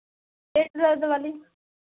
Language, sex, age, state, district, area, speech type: Hindi, female, 30-45, Uttar Pradesh, Pratapgarh, rural, conversation